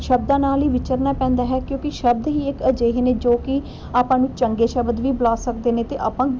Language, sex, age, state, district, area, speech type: Punjabi, female, 18-30, Punjab, Muktsar, urban, spontaneous